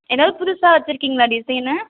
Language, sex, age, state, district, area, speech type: Tamil, female, 18-30, Tamil Nadu, Mayiladuthurai, urban, conversation